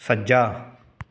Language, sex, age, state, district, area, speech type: Punjabi, male, 30-45, Punjab, Fatehgarh Sahib, urban, read